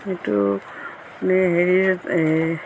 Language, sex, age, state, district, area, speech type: Assamese, female, 45-60, Assam, Tinsukia, rural, spontaneous